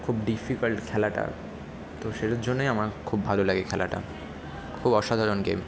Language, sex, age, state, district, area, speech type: Bengali, male, 18-30, West Bengal, Kolkata, urban, spontaneous